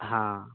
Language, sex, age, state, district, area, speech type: Maithili, male, 45-60, Bihar, Sitamarhi, rural, conversation